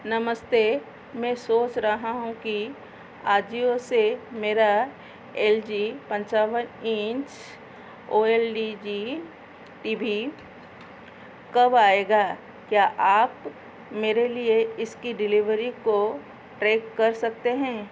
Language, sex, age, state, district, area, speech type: Hindi, female, 45-60, Madhya Pradesh, Chhindwara, rural, read